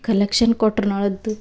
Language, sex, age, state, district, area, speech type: Kannada, female, 18-30, Karnataka, Dharwad, rural, spontaneous